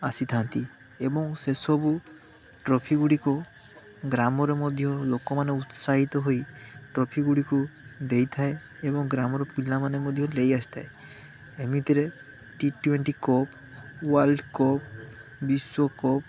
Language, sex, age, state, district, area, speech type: Odia, male, 18-30, Odisha, Balasore, rural, spontaneous